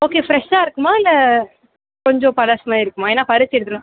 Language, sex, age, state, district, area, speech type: Tamil, male, 18-30, Tamil Nadu, Sivaganga, rural, conversation